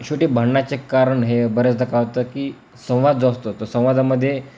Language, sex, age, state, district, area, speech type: Marathi, male, 18-30, Maharashtra, Beed, rural, spontaneous